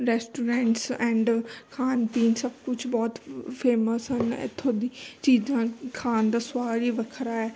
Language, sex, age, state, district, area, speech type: Punjabi, female, 30-45, Punjab, Amritsar, urban, spontaneous